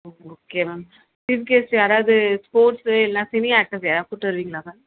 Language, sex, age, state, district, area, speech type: Tamil, female, 30-45, Tamil Nadu, Tiruvallur, rural, conversation